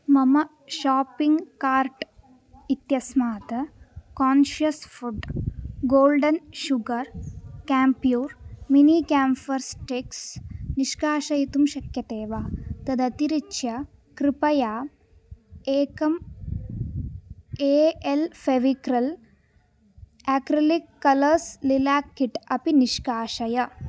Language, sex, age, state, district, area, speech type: Sanskrit, female, 18-30, Tamil Nadu, Coimbatore, rural, read